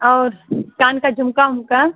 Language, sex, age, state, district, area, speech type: Hindi, female, 45-60, Uttar Pradesh, Azamgarh, rural, conversation